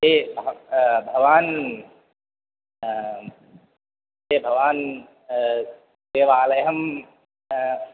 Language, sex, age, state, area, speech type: Sanskrit, male, 18-30, Uttar Pradesh, urban, conversation